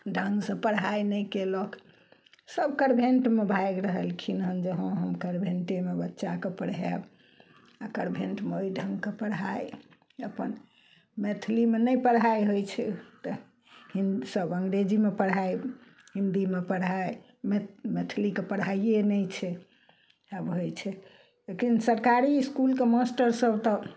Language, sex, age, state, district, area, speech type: Maithili, female, 60+, Bihar, Samastipur, rural, spontaneous